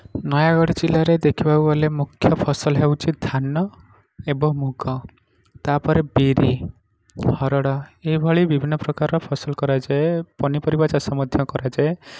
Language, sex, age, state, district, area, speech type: Odia, male, 18-30, Odisha, Nayagarh, rural, spontaneous